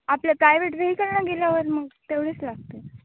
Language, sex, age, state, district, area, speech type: Marathi, female, 18-30, Maharashtra, Nanded, rural, conversation